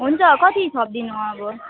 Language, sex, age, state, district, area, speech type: Nepali, female, 18-30, West Bengal, Darjeeling, rural, conversation